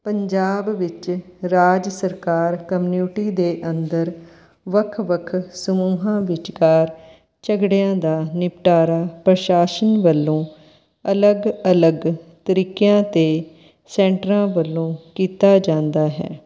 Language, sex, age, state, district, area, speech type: Punjabi, female, 60+, Punjab, Mohali, urban, spontaneous